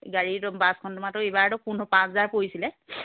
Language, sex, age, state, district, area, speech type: Assamese, female, 30-45, Assam, Charaideo, rural, conversation